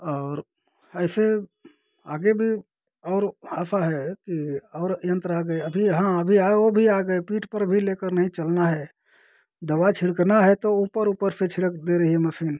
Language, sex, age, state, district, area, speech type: Hindi, male, 45-60, Uttar Pradesh, Ghazipur, rural, spontaneous